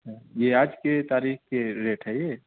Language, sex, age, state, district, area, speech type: Urdu, male, 18-30, Delhi, North West Delhi, urban, conversation